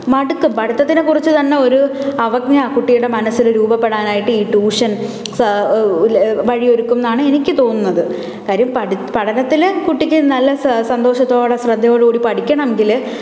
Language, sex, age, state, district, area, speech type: Malayalam, female, 18-30, Kerala, Thiruvananthapuram, urban, spontaneous